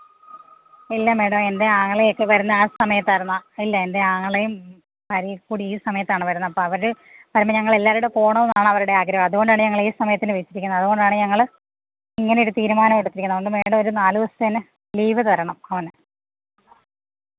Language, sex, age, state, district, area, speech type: Malayalam, female, 30-45, Kerala, Pathanamthitta, rural, conversation